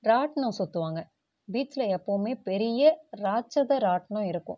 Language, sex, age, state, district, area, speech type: Tamil, female, 45-60, Tamil Nadu, Tiruvarur, rural, spontaneous